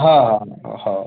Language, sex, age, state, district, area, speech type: Marathi, male, 18-30, Maharashtra, Wardha, urban, conversation